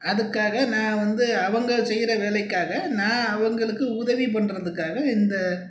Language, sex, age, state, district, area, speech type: Tamil, male, 60+, Tamil Nadu, Pudukkottai, rural, spontaneous